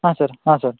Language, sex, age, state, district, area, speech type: Kannada, male, 18-30, Karnataka, Shimoga, rural, conversation